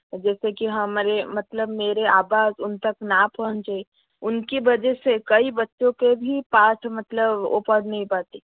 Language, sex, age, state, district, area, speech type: Hindi, female, 30-45, Rajasthan, Jodhpur, rural, conversation